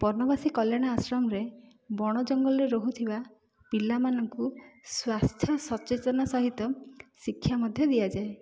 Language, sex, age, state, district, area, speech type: Odia, female, 45-60, Odisha, Dhenkanal, rural, spontaneous